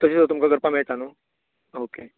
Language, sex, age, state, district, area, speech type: Goan Konkani, male, 18-30, Goa, Tiswadi, rural, conversation